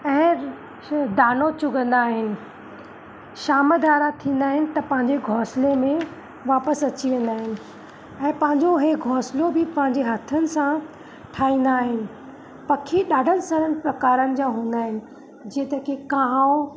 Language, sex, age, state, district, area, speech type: Sindhi, female, 30-45, Madhya Pradesh, Katni, urban, spontaneous